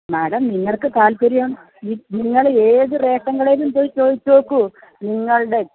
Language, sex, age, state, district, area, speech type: Malayalam, female, 45-60, Kerala, Kollam, rural, conversation